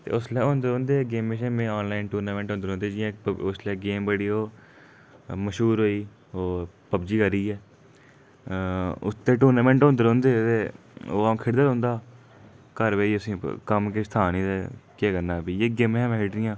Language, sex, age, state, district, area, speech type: Dogri, male, 30-45, Jammu and Kashmir, Udhampur, urban, spontaneous